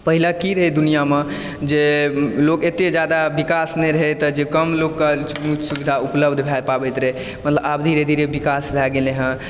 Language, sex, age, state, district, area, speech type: Maithili, male, 18-30, Bihar, Supaul, rural, spontaneous